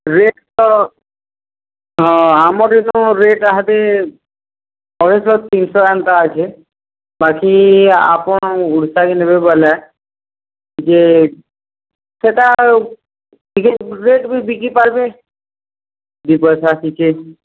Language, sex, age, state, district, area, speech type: Odia, male, 45-60, Odisha, Nuapada, urban, conversation